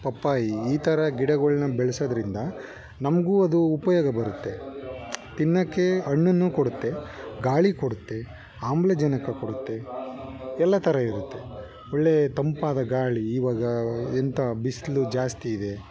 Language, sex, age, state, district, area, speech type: Kannada, male, 30-45, Karnataka, Bangalore Urban, urban, spontaneous